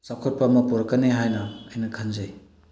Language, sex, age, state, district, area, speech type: Manipuri, male, 45-60, Manipur, Bishnupur, rural, spontaneous